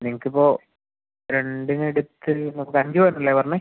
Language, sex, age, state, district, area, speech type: Malayalam, male, 30-45, Kerala, Wayanad, rural, conversation